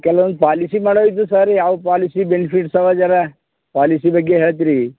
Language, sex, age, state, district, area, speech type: Kannada, male, 60+, Karnataka, Bidar, urban, conversation